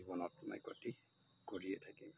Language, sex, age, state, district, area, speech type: Assamese, male, 30-45, Assam, Majuli, urban, spontaneous